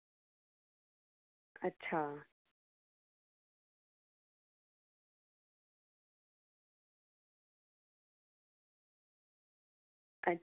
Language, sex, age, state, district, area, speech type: Dogri, female, 30-45, Jammu and Kashmir, Udhampur, urban, conversation